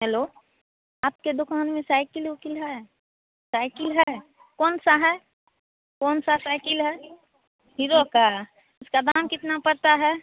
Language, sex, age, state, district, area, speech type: Hindi, female, 45-60, Bihar, Madhepura, rural, conversation